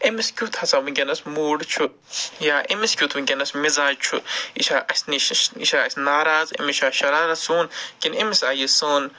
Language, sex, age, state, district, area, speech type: Kashmiri, male, 45-60, Jammu and Kashmir, Ganderbal, urban, spontaneous